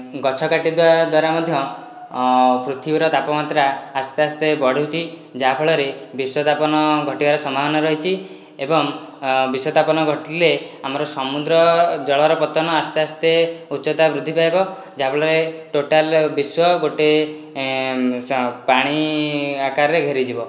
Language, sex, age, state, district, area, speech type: Odia, male, 18-30, Odisha, Dhenkanal, rural, spontaneous